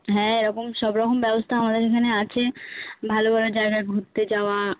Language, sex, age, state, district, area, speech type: Bengali, female, 18-30, West Bengal, Birbhum, urban, conversation